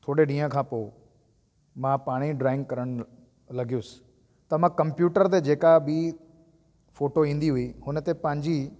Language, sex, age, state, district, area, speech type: Sindhi, male, 30-45, Delhi, South Delhi, urban, spontaneous